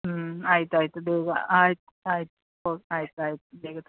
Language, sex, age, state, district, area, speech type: Kannada, female, 60+, Karnataka, Udupi, rural, conversation